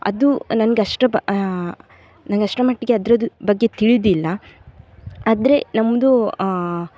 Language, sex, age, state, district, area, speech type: Kannada, female, 18-30, Karnataka, Dakshina Kannada, urban, spontaneous